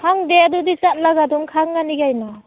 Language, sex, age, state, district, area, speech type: Manipuri, female, 30-45, Manipur, Tengnoupal, rural, conversation